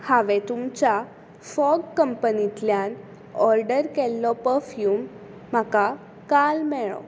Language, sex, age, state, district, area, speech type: Goan Konkani, female, 18-30, Goa, Tiswadi, rural, spontaneous